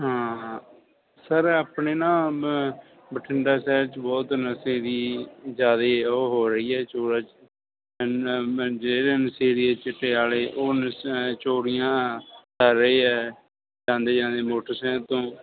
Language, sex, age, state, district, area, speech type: Punjabi, male, 30-45, Punjab, Bathinda, rural, conversation